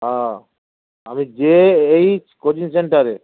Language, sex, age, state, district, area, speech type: Bengali, male, 45-60, West Bengal, Dakshin Dinajpur, rural, conversation